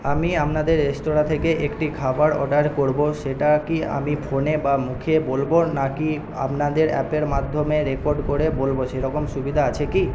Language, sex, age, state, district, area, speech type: Bengali, male, 18-30, West Bengal, Paschim Medinipur, rural, spontaneous